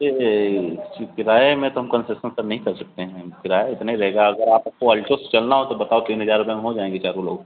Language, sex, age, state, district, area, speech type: Hindi, male, 30-45, Uttar Pradesh, Hardoi, rural, conversation